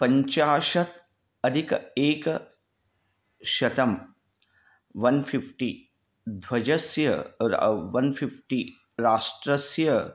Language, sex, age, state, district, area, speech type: Sanskrit, male, 45-60, Karnataka, Bidar, urban, spontaneous